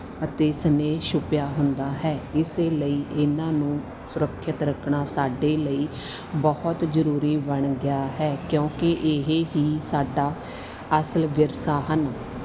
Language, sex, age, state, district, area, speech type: Punjabi, female, 30-45, Punjab, Mansa, rural, spontaneous